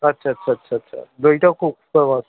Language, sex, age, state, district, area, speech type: Bengali, male, 30-45, West Bengal, South 24 Parganas, rural, conversation